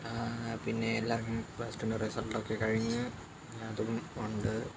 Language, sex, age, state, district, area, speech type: Malayalam, male, 18-30, Kerala, Kollam, rural, spontaneous